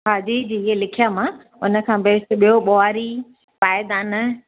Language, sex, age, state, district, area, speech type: Sindhi, female, 60+, Maharashtra, Thane, urban, conversation